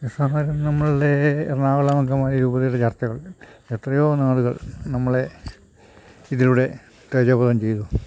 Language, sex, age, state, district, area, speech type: Malayalam, male, 60+, Kerala, Kottayam, urban, spontaneous